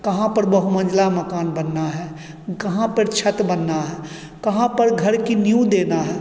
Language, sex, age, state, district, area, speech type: Hindi, male, 45-60, Bihar, Begusarai, urban, spontaneous